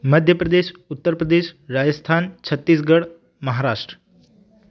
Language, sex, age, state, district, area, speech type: Hindi, male, 18-30, Madhya Pradesh, Ujjain, rural, spontaneous